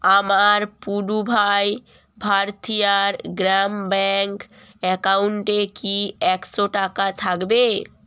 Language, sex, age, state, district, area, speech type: Bengali, female, 18-30, West Bengal, Jalpaiguri, rural, read